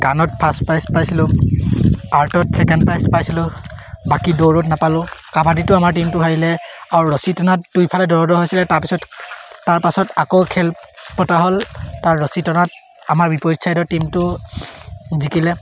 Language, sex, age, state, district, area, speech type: Assamese, male, 18-30, Assam, Sivasagar, rural, spontaneous